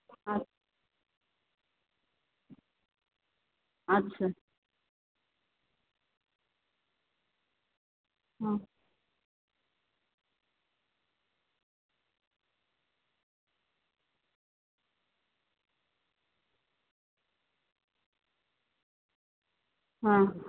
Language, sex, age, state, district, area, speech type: Bengali, female, 45-60, West Bengal, Paschim Medinipur, rural, conversation